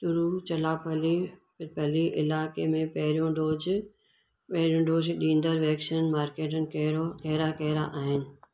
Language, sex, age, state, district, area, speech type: Sindhi, female, 60+, Gujarat, Surat, urban, read